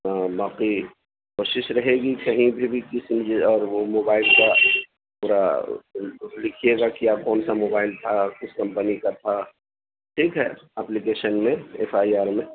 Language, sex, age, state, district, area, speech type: Urdu, male, 30-45, Delhi, South Delhi, urban, conversation